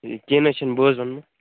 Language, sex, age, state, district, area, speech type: Kashmiri, male, 18-30, Jammu and Kashmir, Kupwara, urban, conversation